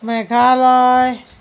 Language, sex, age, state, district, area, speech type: Assamese, female, 45-60, Assam, Morigaon, rural, spontaneous